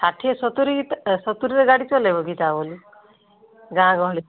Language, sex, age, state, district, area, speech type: Odia, female, 60+, Odisha, Kandhamal, rural, conversation